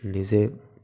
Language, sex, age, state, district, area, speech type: Assamese, male, 18-30, Assam, Barpeta, rural, spontaneous